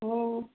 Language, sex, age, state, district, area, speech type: Odia, female, 60+, Odisha, Jharsuguda, rural, conversation